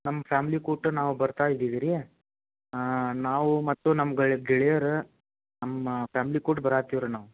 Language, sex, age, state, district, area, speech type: Kannada, male, 18-30, Karnataka, Gadag, urban, conversation